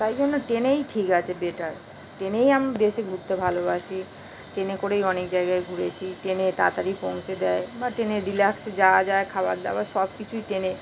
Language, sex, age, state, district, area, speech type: Bengali, female, 30-45, West Bengal, Kolkata, urban, spontaneous